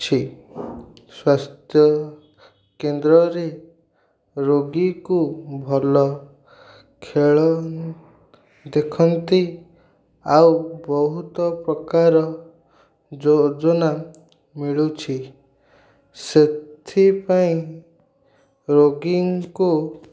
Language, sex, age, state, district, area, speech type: Odia, male, 30-45, Odisha, Ganjam, urban, spontaneous